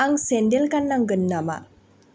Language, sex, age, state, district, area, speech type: Bodo, female, 18-30, Assam, Baksa, rural, read